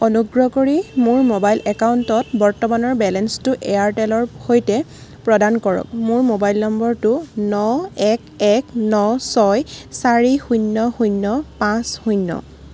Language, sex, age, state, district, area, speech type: Assamese, female, 18-30, Assam, Golaghat, urban, read